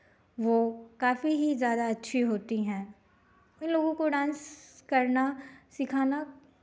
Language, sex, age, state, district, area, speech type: Hindi, female, 30-45, Bihar, Begusarai, rural, spontaneous